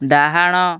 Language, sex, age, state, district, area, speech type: Odia, male, 18-30, Odisha, Ganjam, urban, read